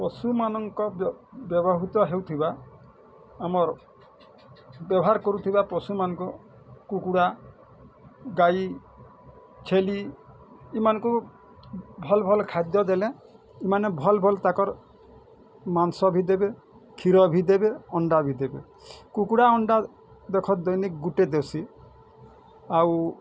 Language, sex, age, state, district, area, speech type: Odia, male, 45-60, Odisha, Bargarh, urban, spontaneous